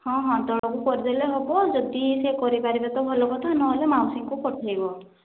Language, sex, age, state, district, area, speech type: Odia, female, 18-30, Odisha, Mayurbhanj, rural, conversation